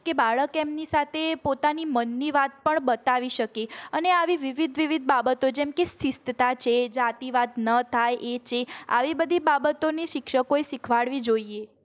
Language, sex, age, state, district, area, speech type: Gujarati, female, 45-60, Gujarat, Mehsana, rural, spontaneous